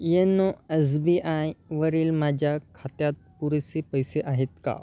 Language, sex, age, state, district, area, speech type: Marathi, male, 18-30, Maharashtra, Yavatmal, rural, read